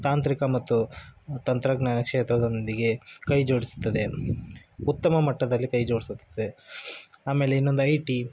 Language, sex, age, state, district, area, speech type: Kannada, male, 18-30, Karnataka, Shimoga, urban, spontaneous